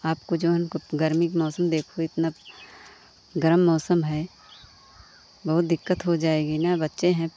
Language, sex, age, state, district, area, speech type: Hindi, female, 30-45, Uttar Pradesh, Pratapgarh, rural, spontaneous